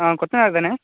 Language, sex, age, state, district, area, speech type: Tamil, male, 30-45, Tamil Nadu, Tiruvarur, urban, conversation